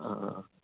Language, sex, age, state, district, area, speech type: Malayalam, male, 18-30, Kerala, Kozhikode, rural, conversation